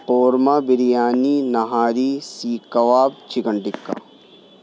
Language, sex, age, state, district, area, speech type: Urdu, male, 30-45, Delhi, New Delhi, urban, spontaneous